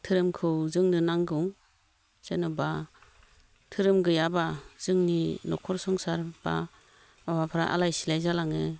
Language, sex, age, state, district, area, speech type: Bodo, female, 45-60, Assam, Baksa, rural, spontaneous